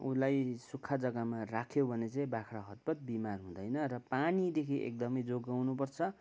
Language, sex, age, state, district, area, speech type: Nepali, male, 60+, West Bengal, Kalimpong, rural, spontaneous